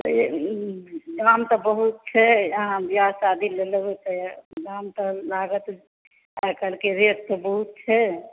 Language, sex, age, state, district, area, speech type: Maithili, female, 60+, Bihar, Supaul, rural, conversation